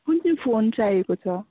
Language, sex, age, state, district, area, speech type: Nepali, female, 18-30, West Bengal, Kalimpong, rural, conversation